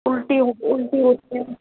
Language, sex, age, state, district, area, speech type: Hindi, female, 45-60, Rajasthan, Karauli, rural, conversation